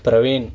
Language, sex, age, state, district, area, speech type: Telugu, male, 30-45, Andhra Pradesh, Eluru, rural, spontaneous